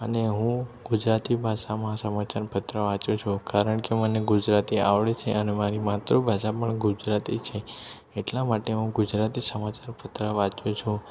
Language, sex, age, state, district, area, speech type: Gujarati, male, 18-30, Gujarat, Aravalli, urban, spontaneous